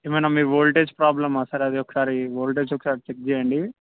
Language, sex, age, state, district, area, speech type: Telugu, male, 18-30, Telangana, Medchal, urban, conversation